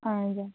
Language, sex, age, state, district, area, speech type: Nepali, female, 18-30, West Bengal, Jalpaiguri, rural, conversation